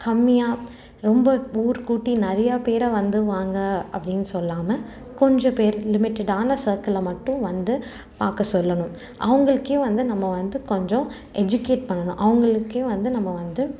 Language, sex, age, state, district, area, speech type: Tamil, female, 18-30, Tamil Nadu, Salem, urban, spontaneous